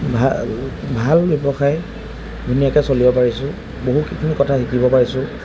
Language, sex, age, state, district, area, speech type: Assamese, male, 18-30, Assam, Lakhimpur, urban, spontaneous